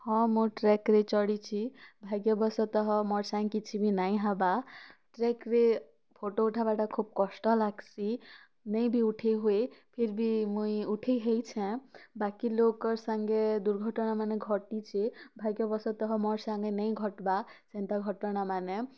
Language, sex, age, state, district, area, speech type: Odia, female, 18-30, Odisha, Kalahandi, rural, spontaneous